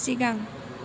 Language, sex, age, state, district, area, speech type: Bodo, female, 18-30, Assam, Chirang, rural, read